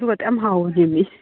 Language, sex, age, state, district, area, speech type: Manipuri, female, 30-45, Manipur, Kakching, rural, conversation